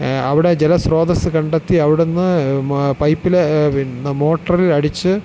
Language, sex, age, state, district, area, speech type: Malayalam, male, 45-60, Kerala, Thiruvananthapuram, urban, spontaneous